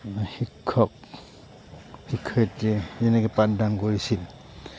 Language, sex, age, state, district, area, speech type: Assamese, male, 45-60, Assam, Goalpara, urban, spontaneous